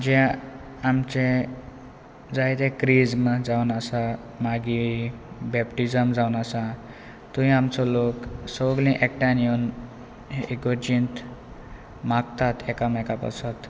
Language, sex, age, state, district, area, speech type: Goan Konkani, male, 18-30, Goa, Quepem, rural, spontaneous